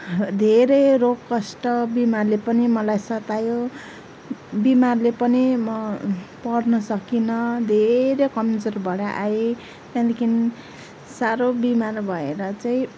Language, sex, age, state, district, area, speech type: Nepali, female, 45-60, West Bengal, Kalimpong, rural, spontaneous